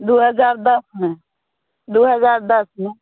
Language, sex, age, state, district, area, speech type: Hindi, female, 30-45, Bihar, Muzaffarpur, rural, conversation